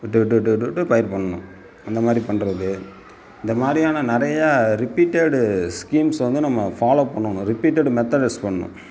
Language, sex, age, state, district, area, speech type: Tamil, male, 60+, Tamil Nadu, Sivaganga, urban, spontaneous